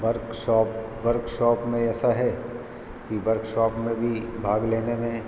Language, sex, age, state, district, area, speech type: Hindi, male, 30-45, Madhya Pradesh, Hoshangabad, rural, spontaneous